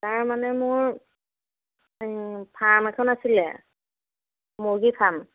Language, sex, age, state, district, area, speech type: Assamese, female, 30-45, Assam, Majuli, urban, conversation